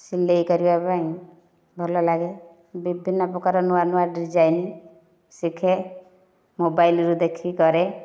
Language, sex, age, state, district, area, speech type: Odia, female, 30-45, Odisha, Nayagarh, rural, spontaneous